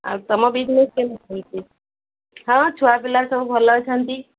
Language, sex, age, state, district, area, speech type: Odia, female, 45-60, Odisha, Sundergarh, rural, conversation